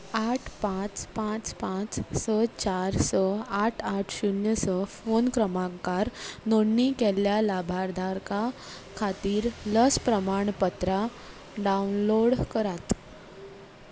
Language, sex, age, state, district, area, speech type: Goan Konkani, female, 18-30, Goa, Ponda, rural, read